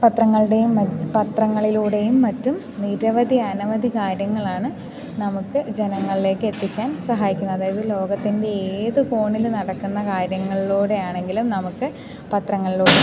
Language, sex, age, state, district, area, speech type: Malayalam, female, 18-30, Kerala, Idukki, rural, spontaneous